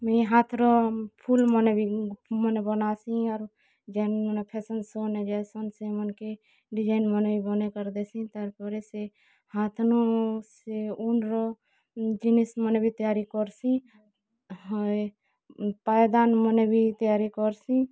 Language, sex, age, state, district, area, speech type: Odia, female, 45-60, Odisha, Kalahandi, rural, spontaneous